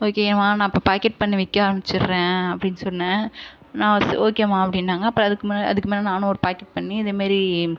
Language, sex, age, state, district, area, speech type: Tamil, female, 30-45, Tamil Nadu, Ariyalur, rural, spontaneous